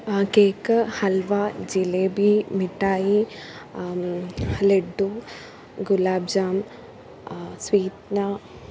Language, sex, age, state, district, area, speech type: Malayalam, female, 30-45, Kerala, Alappuzha, rural, spontaneous